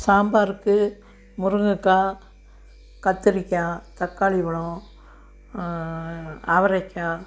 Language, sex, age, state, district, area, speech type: Tamil, female, 60+, Tamil Nadu, Thoothukudi, rural, spontaneous